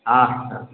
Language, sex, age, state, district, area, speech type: Odia, male, 60+, Odisha, Angul, rural, conversation